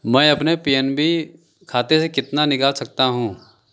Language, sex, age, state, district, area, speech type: Hindi, male, 30-45, Uttar Pradesh, Chandauli, urban, read